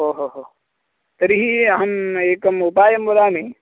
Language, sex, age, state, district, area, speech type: Sanskrit, male, 18-30, Karnataka, Bagalkot, rural, conversation